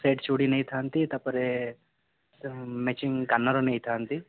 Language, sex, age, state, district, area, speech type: Odia, male, 30-45, Odisha, Kandhamal, rural, conversation